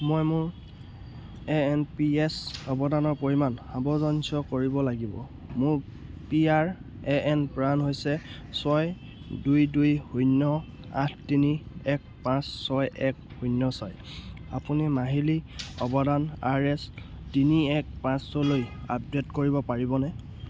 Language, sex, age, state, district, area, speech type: Assamese, male, 18-30, Assam, Charaideo, rural, read